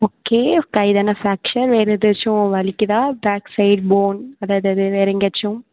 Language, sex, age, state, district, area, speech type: Tamil, female, 18-30, Tamil Nadu, Mayiladuthurai, rural, conversation